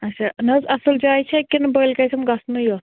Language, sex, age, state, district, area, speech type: Kashmiri, female, 30-45, Jammu and Kashmir, Srinagar, urban, conversation